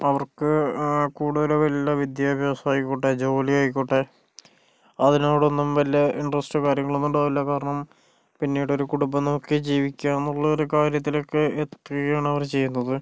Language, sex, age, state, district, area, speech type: Malayalam, male, 18-30, Kerala, Kozhikode, urban, spontaneous